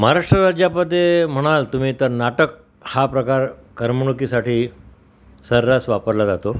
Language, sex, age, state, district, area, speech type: Marathi, male, 60+, Maharashtra, Mumbai Suburban, urban, spontaneous